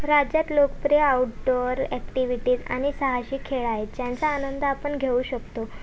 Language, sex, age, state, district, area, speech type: Marathi, female, 18-30, Maharashtra, Thane, urban, spontaneous